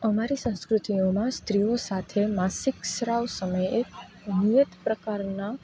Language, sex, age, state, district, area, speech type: Gujarati, female, 18-30, Gujarat, Rajkot, urban, spontaneous